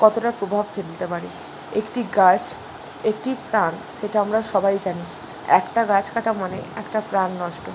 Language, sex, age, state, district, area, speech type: Bengali, female, 60+, West Bengal, Purba Bardhaman, urban, spontaneous